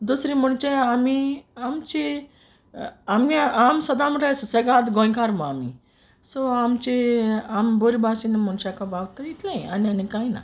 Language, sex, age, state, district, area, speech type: Goan Konkani, female, 45-60, Goa, Quepem, rural, spontaneous